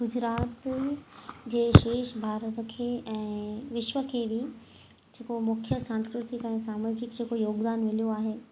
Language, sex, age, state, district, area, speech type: Sindhi, female, 30-45, Gujarat, Kutch, urban, spontaneous